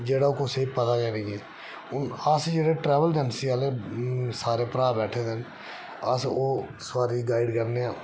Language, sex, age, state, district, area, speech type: Dogri, male, 30-45, Jammu and Kashmir, Reasi, rural, spontaneous